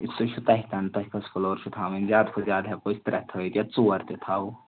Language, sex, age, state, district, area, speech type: Kashmiri, male, 18-30, Jammu and Kashmir, Ganderbal, rural, conversation